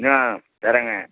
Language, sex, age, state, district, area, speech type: Tamil, male, 60+, Tamil Nadu, Perambalur, rural, conversation